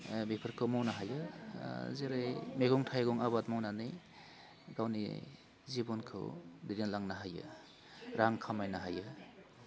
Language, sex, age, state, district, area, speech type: Bodo, male, 30-45, Assam, Udalguri, urban, spontaneous